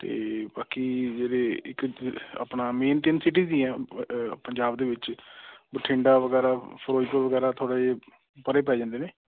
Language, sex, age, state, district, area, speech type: Punjabi, male, 30-45, Punjab, Amritsar, urban, conversation